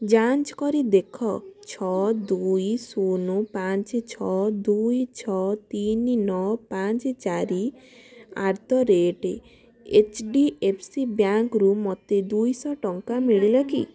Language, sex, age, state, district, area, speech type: Odia, female, 30-45, Odisha, Kalahandi, rural, read